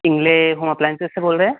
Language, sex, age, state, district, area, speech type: Hindi, male, 18-30, Madhya Pradesh, Betul, urban, conversation